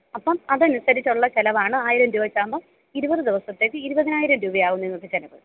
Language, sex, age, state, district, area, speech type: Malayalam, female, 30-45, Kerala, Alappuzha, rural, conversation